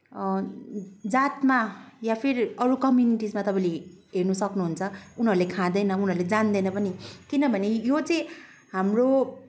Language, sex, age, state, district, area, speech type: Nepali, female, 18-30, West Bengal, Kalimpong, rural, spontaneous